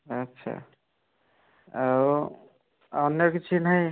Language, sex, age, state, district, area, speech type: Odia, male, 18-30, Odisha, Kendrapara, urban, conversation